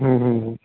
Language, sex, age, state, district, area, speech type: Sindhi, male, 60+, Delhi, South Delhi, rural, conversation